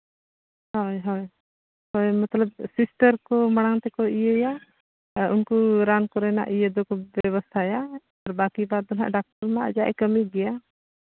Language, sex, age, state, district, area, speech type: Santali, female, 30-45, Jharkhand, Seraikela Kharsawan, rural, conversation